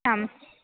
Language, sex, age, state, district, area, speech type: Sanskrit, female, 18-30, Telangana, Medchal, urban, conversation